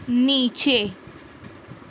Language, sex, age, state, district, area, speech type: Urdu, female, 18-30, Maharashtra, Nashik, urban, read